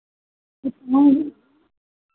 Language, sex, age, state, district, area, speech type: Hindi, female, 60+, Uttar Pradesh, Sitapur, rural, conversation